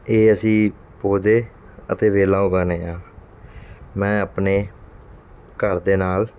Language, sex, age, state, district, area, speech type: Punjabi, male, 30-45, Punjab, Mansa, urban, spontaneous